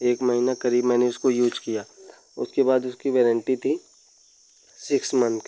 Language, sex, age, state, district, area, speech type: Hindi, male, 18-30, Uttar Pradesh, Pratapgarh, rural, spontaneous